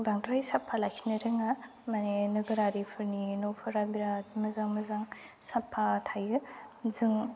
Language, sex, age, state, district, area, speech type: Bodo, female, 18-30, Assam, Udalguri, rural, spontaneous